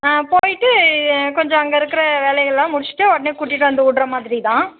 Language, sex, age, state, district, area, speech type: Tamil, female, 30-45, Tamil Nadu, Dharmapuri, rural, conversation